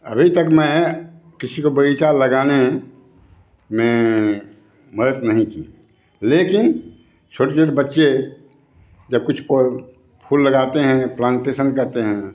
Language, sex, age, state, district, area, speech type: Hindi, male, 60+, Bihar, Begusarai, rural, spontaneous